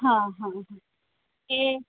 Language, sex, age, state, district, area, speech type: Gujarati, female, 30-45, Gujarat, Kheda, rural, conversation